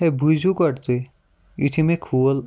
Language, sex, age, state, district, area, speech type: Kashmiri, male, 18-30, Jammu and Kashmir, Kupwara, rural, spontaneous